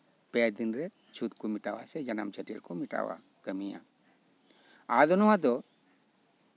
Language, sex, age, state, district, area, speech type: Santali, male, 45-60, West Bengal, Birbhum, rural, spontaneous